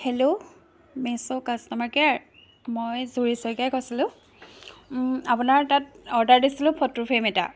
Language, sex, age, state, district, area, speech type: Assamese, female, 30-45, Assam, Jorhat, rural, spontaneous